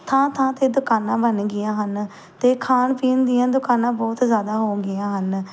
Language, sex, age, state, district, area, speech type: Punjabi, female, 18-30, Punjab, Pathankot, rural, spontaneous